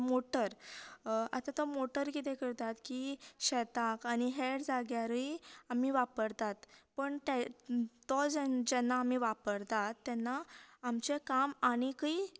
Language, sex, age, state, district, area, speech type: Goan Konkani, female, 18-30, Goa, Canacona, rural, spontaneous